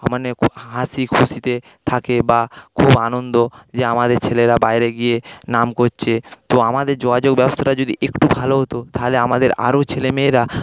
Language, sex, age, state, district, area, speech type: Bengali, male, 30-45, West Bengal, Paschim Medinipur, rural, spontaneous